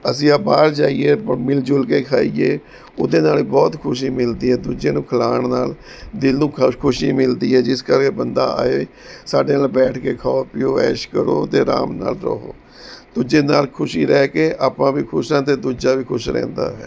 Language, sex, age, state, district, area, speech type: Punjabi, male, 45-60, Punjab, Mohali, urban, spontaneous